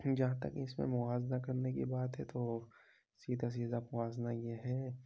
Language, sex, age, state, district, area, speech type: Urdu, male, 18-30, Uttar Pradesh, Rampur, urban, spontaneous